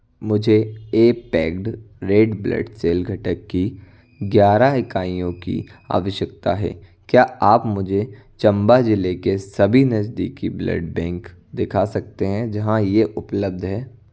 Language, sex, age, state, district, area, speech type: Hindi, male, 60+, Madhya Pradesh, Bhopal, urban, read